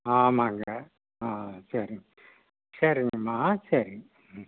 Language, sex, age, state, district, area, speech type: Tamil, male, 60+, Tamil Nadu, Coimbatore, urban, conversation